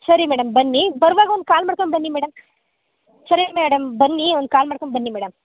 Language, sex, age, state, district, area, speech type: Kannada, female, 18-30, Karnataka, Chikkamagaluru, rural, conversation